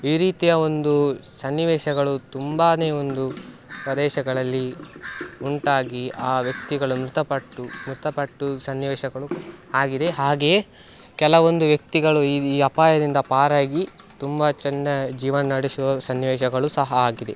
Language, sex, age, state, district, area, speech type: Kannada, male, 18-30, Karnataka, Dakshina Kannada, rural, spontaneous